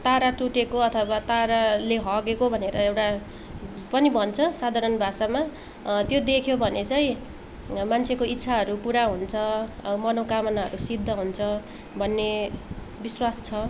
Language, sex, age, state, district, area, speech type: Nepali, female, 18-30, West Bengal, Darjeeling, rural, spontaneous